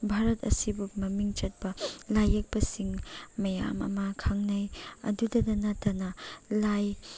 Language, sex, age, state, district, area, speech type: Manipuri, female, 45-60, Manipur, Chandel, rural, spontaneous